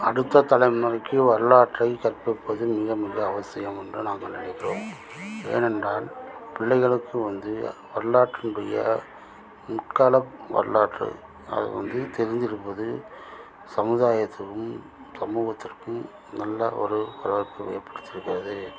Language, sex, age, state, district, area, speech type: Tamil, male, 45-60, Tamil Nadu, Krishnagiri, rural, spontaneous